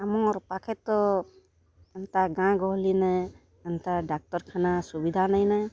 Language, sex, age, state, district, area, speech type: Odia, female, 45-60, Odisha, Kalahandi, rural, spontaneous